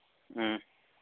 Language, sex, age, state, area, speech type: Manipuri, male, 30-45, Manipur, urban, conversation